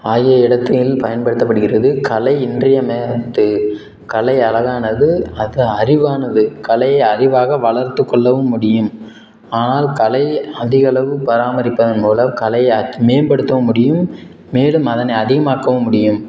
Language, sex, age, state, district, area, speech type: Tamil, male, 18-30, Tamil Nadu, Sivaganga, rural, spontaneous